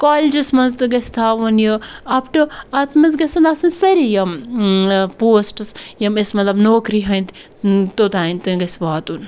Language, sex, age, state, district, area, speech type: Kashmiri, female, 18-30, Jammu and Kashmir, Bandipora, rural, spontaneous